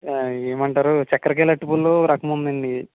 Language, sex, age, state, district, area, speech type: Telugu, male, 18-30, Andhra Pradesh, N T Rama Rao, urban, conversation